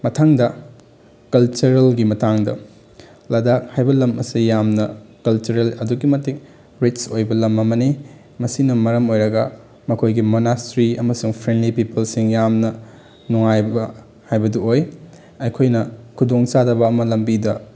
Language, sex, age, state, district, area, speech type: Manipuri, male, 18-30, Manipur, Bishnupur, rural, spontaneous